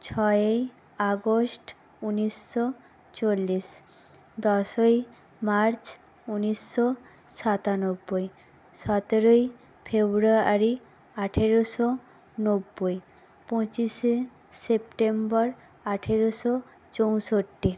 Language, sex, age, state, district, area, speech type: Bengali, female, 18-30, West Bengal, Nadia, rural, spontaneous